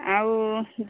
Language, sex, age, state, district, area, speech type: Odia, female, 45-60, Odisha, Sambalpur, rural, conversation